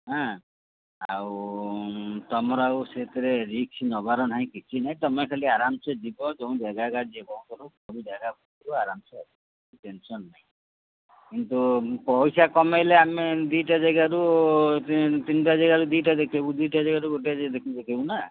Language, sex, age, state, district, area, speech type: Odia, male, 45-60, Odisha, Jagatsinghpur, urban, conversation